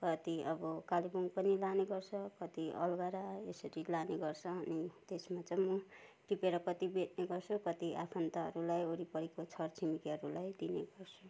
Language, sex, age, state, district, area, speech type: Nepali, female, 60+, West Bengal, Kalimpong, rural, spontaneous